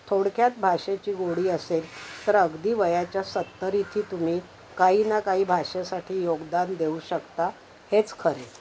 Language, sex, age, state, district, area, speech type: Marathi, female, 60+, Maharashtra, Thane, urban, spontaneous